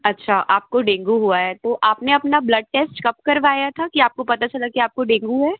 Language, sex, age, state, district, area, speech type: Hindi, female, 18-30, Madhya Pradesh, Jabalpur, urban, conversation